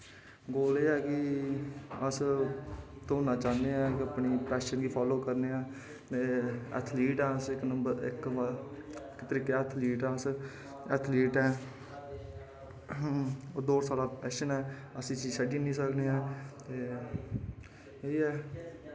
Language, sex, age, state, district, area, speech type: Dogri, male, 18-30, Jammu and Kashmir, Kathua, rural, spontaneous